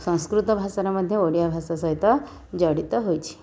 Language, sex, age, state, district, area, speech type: Odia, female, 30-45, Odisha, Nayagarh, rural, spontaneous